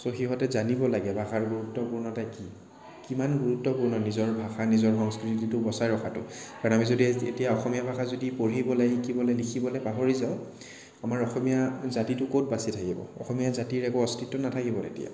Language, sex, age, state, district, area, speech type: Assamese, male, 30-45, Assam, Kamrup Metropolitan, urban, spontaneous